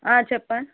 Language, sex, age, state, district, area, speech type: Telugu, female, 30-45, Telangana, Warangal, rural, conversation